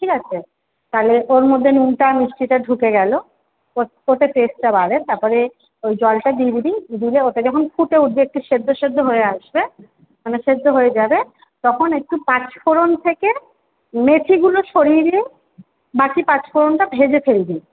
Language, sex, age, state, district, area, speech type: Bengali, female, 30-45, West Bengal, Kolkata, urban, conversation